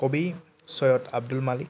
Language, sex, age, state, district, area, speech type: Assamese, male, 18-30, Assam, Tinsukia, urban, spontaneous